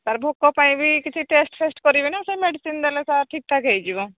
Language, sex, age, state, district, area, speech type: Odia, female, 45-60, Odisha, Angul, rural, conversation